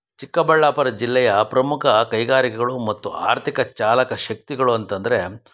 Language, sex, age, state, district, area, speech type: Kannada, male, 60+, Karnataka, Chikkaballapur, rural, spontaneous